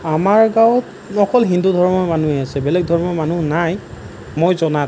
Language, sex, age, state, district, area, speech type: Assamese, male, 18-30, Assam, Nalbari, rural, spontaneous